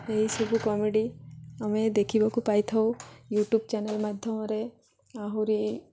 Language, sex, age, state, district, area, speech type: Odia, female, 18-30, Odisha, Malkangiri, urban, spontaneous